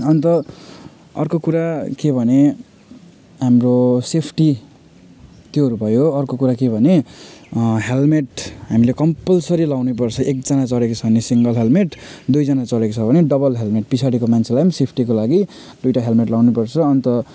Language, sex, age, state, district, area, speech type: Nepali, male, 30-45, West Bengal, Jalpaiguri, urban, spontaneous